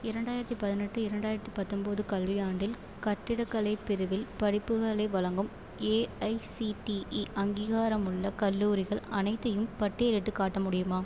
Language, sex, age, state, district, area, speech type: Tamil, female, 18-30, Tamil Nadu, Perambalur, rural, read